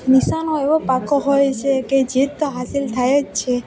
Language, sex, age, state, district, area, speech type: Gujarati, female, 18-30, Gujarat, Valsad, rural, spontaneous